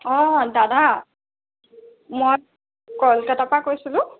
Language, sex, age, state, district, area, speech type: Assamese, female, 18-30, Assam, Jorhat, urban, conversation